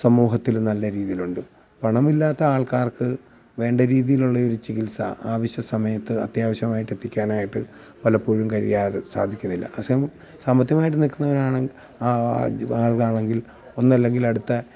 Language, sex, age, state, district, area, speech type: Malayalam, male, 45-60, Kerala, Alappuzha, rural, spontaneous